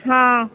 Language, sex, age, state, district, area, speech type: Odia, female, 45-60, Odisha, Sambalpur, rural, conversation